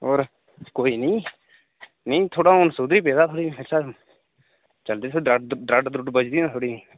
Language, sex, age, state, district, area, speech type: Dogri, male, 30-45, Jammu and Kashmir, Udhampur, rural, conversation